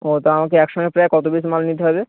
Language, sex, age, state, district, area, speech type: Bengali, male, 18-30, West Bengal, Uttar Dinajpur, urban, conversation